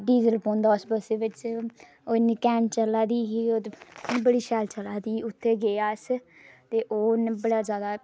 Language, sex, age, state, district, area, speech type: Dogri, female, 30-45, Jammu and Kashmir, Reasi, rural, spontaneous